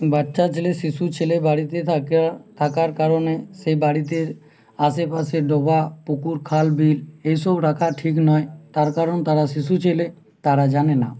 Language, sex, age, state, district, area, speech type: Bengali, male, 30-45, West Bengal, Uttar Dinajpur, urban, spontaneous